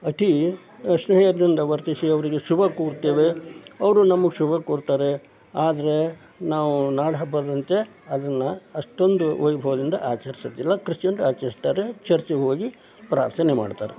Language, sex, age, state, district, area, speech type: Kannada, male, 60+, Karnataka, Koppal, rural, spontaneous